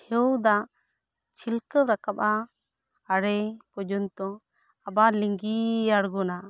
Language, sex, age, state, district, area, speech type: Santali, female, 30-45, West Bengal, Bankura, rural, spontaneous